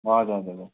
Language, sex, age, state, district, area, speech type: Nepali, male, 18-30, West Bengal, Kalimpong, rural, conversation